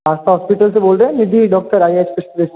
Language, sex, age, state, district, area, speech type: Hindi, male, 45-60, Rajasthan, Jodhpur, urban, conversation